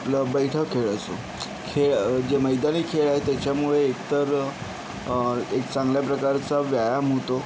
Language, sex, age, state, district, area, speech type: Marathi, male, 45-60, Maharashtra, Yavatmal, urban, spontaneous